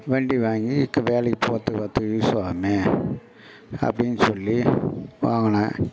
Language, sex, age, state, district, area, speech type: Tamil, male, 60+, Tamil Nadu, Mayiladuthurai, rural, spontaneous